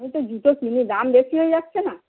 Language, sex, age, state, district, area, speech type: Bengali, female, 60+, West Bengal, Darjeeling, rural, conversation